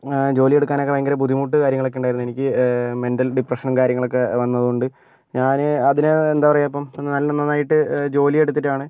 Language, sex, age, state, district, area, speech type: Malayalam, male, 45-60, Kerala, Kozhikode, urban, spontaneous